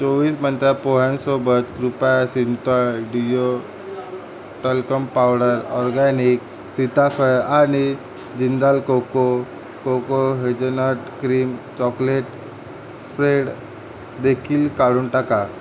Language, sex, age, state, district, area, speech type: Marathi, male, 18-30, Maharashtra, Mumbai City, urban, read